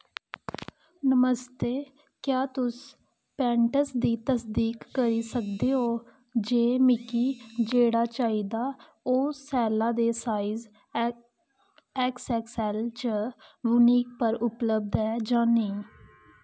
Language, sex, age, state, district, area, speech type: Dogri, female, 18-30, Jammu and Kashmir, Kathua, rural, read